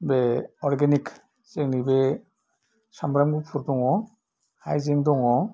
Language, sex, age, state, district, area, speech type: Bodo, male, 60+, Assam, Udalguri, urban, spontaneous